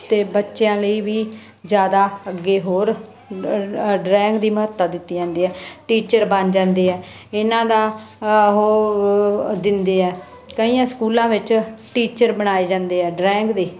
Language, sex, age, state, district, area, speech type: Punjabi, female, 30-45, Punjab, Muktsar, urban, spontaneous